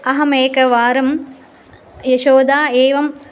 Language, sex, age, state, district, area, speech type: Sanskrit, female, 30-45, Andhra Pradesh, Visakhapatnam, urban, spontaneous